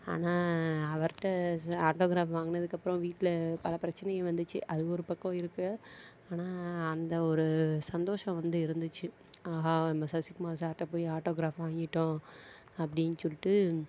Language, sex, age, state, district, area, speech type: Tamil, female, 45-60, Tamil Nadu, Mayiladuthurai, urban, spontaneous